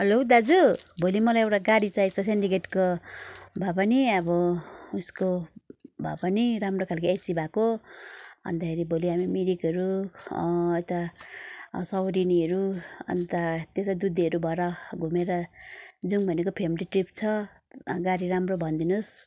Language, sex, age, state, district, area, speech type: Nepali, female, 45-60, West Bengal, Darjeeling, rural, spontaneous